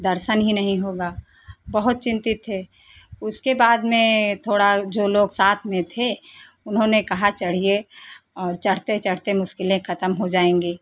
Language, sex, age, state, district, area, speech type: Hindi, female, 45-60, Uttar Pradesh, Lucknow, rural, spontaneous